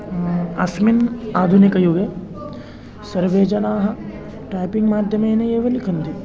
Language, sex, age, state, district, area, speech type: Sanskrit, male, 18-30, Maharashtra, Beed, urban, spontaneous